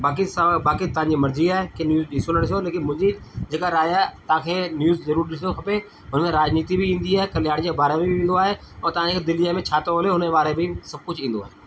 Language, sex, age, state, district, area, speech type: Sindhi, male, 45-60, Delhi, South Delhi, urban, spontaneous